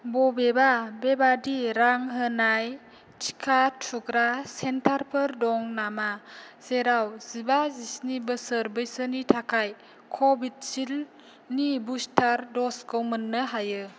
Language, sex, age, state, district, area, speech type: Bodo, female, 18-30, Assam, Kokrajhar, rural, read